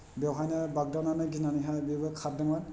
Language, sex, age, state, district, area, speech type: Bodo, male, 30-45, Assam, Chirang, urban, spontaneous